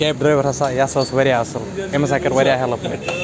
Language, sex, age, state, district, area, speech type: Kashmiri, male, 18-30, Jammu and Kashmir, Baramulla, rural, spontaneous